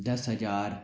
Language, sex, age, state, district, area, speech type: Hindi, male, 45-60, Madhya Pradesh, Bhopal, urban, spontaneous